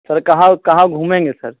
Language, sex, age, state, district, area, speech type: Hindi, male, 45-60, Uttar Pradesh, Pratapgarh, rural, conversation